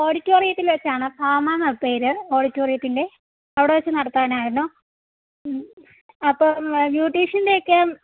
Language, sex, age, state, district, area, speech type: Malayalam, female, 18-30, Kerala, Idukki, rural, conversation